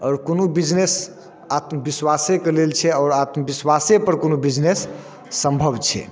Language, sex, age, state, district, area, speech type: Maithili, male, 30-45, Bihar, Darbhanga, rural, spontaneous